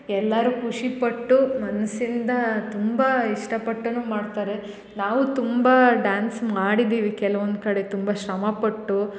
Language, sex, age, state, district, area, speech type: Kannada, female, 18-30, Karnataka, Hassan, rural, spontaneous